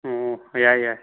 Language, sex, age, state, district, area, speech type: Manipuri, male, 18-30, Manipur, Churachandpur, rural, conversation